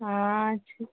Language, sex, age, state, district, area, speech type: Tamil, female, 30-45, Tamil Nadu, Thoothukudi, urban, conversation